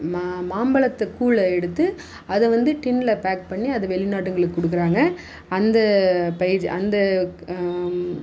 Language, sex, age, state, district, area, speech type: Tamil, female, 60+, Tamil Nadu, Dharmapuri, rural, spontaneous